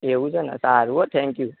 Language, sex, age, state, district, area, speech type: Gujarati, male, 18-30, Gujarat, Ahmedabad, urban, conversation